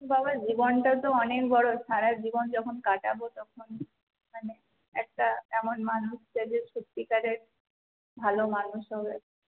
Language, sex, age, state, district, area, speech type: Bengali, female, 18-30, West Bengal, Purulia, urban, conversation